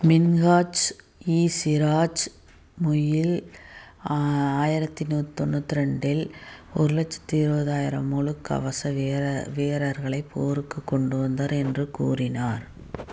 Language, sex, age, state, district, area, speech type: Tamil, female, 45-60, Tamil Nadu, Tiruppur, rural, read